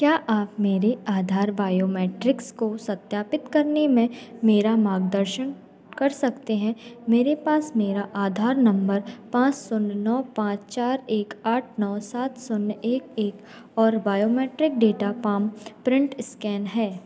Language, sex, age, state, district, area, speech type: Hindi, female, 18-30, Madhya Pradesh, Narsinghpur, rural, read